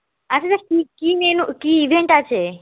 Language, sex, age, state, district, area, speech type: Bengali, female, 18-30, West Bengal, Cooch Behar, urban, conversation